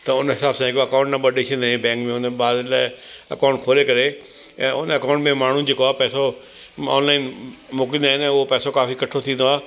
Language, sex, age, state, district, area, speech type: Sindhi, male, 60+, Delhi, South Delhi, urban, spontaneous